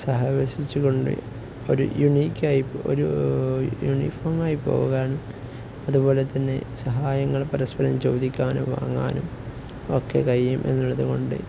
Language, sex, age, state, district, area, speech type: Malayalam, male, 18-30, Kerala, Kozhikode, rural, spontaneous